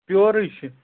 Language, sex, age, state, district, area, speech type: Kashmiri, male, 18-30, Jammu and Kashmir, Srinagar, urban, conversation